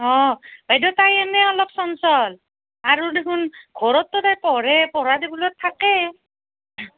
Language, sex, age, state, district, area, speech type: Assamese, female, 45-60, Assam, Nalbari, rural, conversation